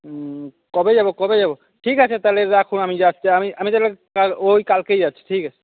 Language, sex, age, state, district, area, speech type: Bengali, male, 30-45, West Bengal, Jhargram, rural, conversation